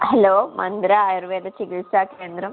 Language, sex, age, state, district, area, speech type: Malayalam, female, 18-30, Kerala, Kannur, rural, conversation